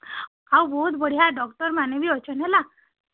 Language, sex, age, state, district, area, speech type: Odia, female, 60+, Odisha, Boudh, rural, conversation